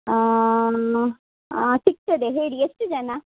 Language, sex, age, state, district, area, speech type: Kannada, female, 30-45, Karnataka, Udupi, rural, conversation